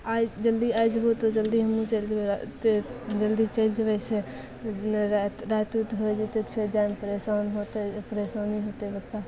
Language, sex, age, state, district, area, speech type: Maithili, female, 18-30, Bihar, Begusarai, rural, spontaneous